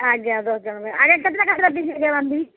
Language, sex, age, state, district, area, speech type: Odia, female, 45-60, Odisha, Sundergarh, rural, conversation